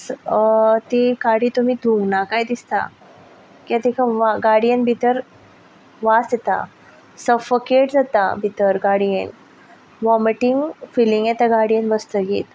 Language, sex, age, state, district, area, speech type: Goan Konkani, female, 18-30, Goa, Ponda, rural, spontaneous